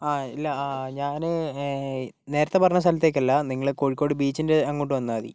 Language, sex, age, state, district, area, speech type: Malayalam, male, 60+, Kerala, Kozhikode, urban, spontaneous